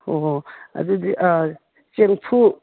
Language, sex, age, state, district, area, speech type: Manipuri, female, 60+, Manipur, Imphal East, rural, conversation